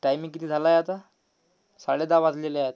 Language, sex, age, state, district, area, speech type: Marathi, male, 18-30, Maharashtra, Amravati, urban, spontaneous